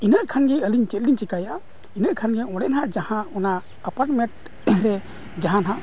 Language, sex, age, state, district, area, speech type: Santali, male, 45-60, Odisha, Mayurbhanj, rural, spontaneous